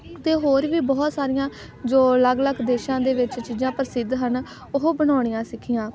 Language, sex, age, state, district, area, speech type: Punjabi, female, 18-30, Punjab, Amritsar, urban, spontaneous